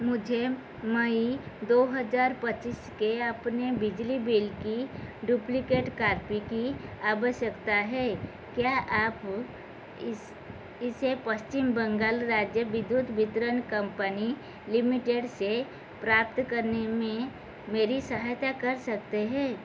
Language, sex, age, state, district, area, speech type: Hindi, female, 45-60, Madhya Pradesh, Chhindwara, rural, read